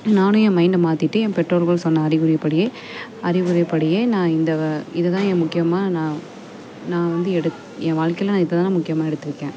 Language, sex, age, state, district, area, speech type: Tamil, female, 18-30, Tamil Nadu, Perambalur, urban, spontaneous